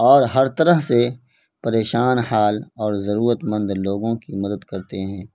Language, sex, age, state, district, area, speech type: Urdu, male, 18-30, Bihar, Purnia, rural, spontaneous